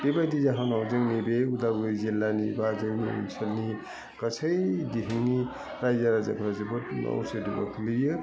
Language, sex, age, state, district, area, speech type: Bodo, male, 60+, Assam, Udalguri, urban, spontaneous